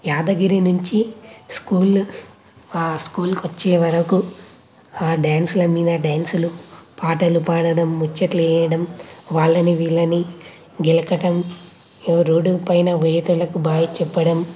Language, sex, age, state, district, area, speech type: Telugu, male, 18-30, Telangana, Nalgonda, urban, spontaneous